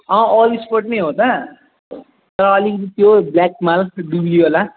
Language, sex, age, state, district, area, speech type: Nepali, male, 18-30, West Bengal, Alipurduar, urban, conversation